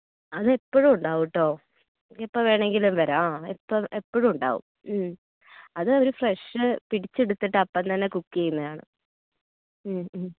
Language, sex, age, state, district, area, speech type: Malayalam, male, 30-45, Kerala, Wayanad, rural, conversation